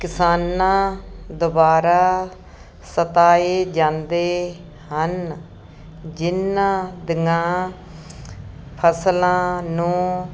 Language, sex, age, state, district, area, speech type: Punjabi, female, 60+, Punjab, Fazilka, rural, read